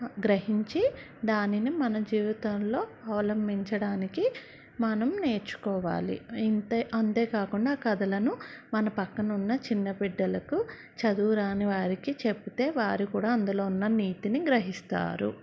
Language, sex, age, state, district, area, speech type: Telugu, female, 30-45, Andhra Pradesh, Vizianagaram, urban, spontaneous